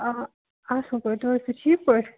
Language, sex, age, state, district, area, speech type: Kashmiri, female, 30-45, Jammu and Kashmir, Ganderbal, rural, conversation